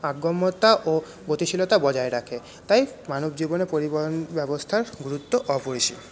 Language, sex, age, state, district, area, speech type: Bengali, male, 30-45, West Bengal, Paschim Bardhaman, urban, spontaneous